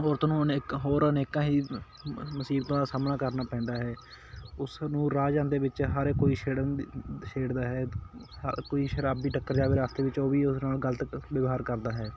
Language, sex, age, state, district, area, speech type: Punjabi, male, 18-30, Punjab, Patiala, urban, spontaneous